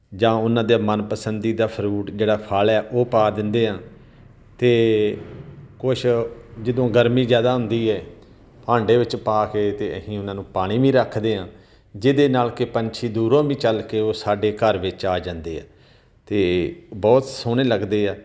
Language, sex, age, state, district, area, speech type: Punjabi, male, 45-60, Punjab, Tarn Taran, rural, spontaneous